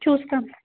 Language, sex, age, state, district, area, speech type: Telugu, female, 30-45, Andhra Pradesh, Nandyal, rural, conversation